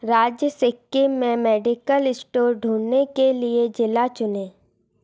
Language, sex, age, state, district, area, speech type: Hindi, female, 18-30, Madhya Pradesh, Bhopal, urban, read